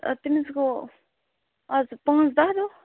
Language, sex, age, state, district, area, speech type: Kashmiri, female, 30-45, Jammu and Kashmir, Bandipora, rural, conversation